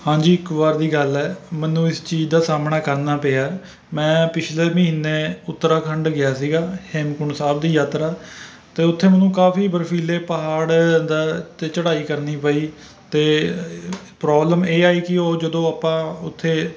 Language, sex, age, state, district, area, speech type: Punjabi, male, 30-45, Punjab, Rupnagar, rural, spontaneous